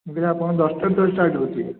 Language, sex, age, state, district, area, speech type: Odia, male, 18-30, Odisha, Puri, urban, conversation